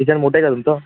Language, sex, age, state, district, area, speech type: Marathi, male, 18-30, Maharashtra, Thane, urban, conversation